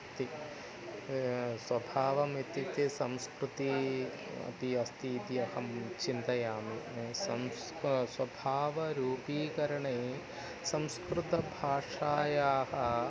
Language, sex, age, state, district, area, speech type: Sanskrit, male, 45-60, Kerala, Thiruvananthapuram, urban, spontaneous